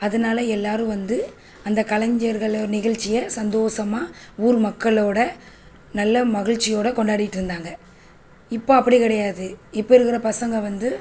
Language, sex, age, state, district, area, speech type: Tamil, female, 30-45, Tamil Nadu, Tiruvallur, urban, spontaneous